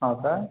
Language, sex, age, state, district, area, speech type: Marathi, male, 18-30, Maharashtra, Kolhapur, urban, conversation